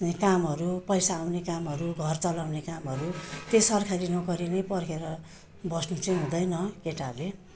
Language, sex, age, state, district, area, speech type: Nepali, female, 60+, West Bengal, Darjeeling, rural, spontaneous